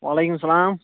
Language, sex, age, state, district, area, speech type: Kashmiri, male, 18-30, Jammu and Kashmir, Kulgam, rural, conversation